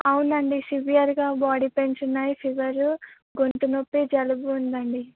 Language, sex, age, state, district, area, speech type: Telugu, female, 18-30, Telangana, Vikarabad, rural, conversation